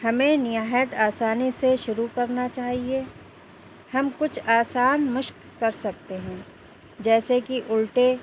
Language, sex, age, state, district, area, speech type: Urdu, female, 30-45, Uttar Pradesh, Shahjahanpur, urban, spontaneous